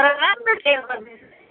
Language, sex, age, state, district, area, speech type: Nepali, female, 60+, West Bengal, Kalimpong, rural, conversation